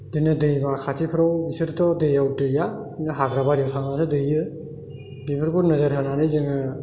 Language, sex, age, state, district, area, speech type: Bodo, male, 60+, Assam, Chirang, rural, spontaneous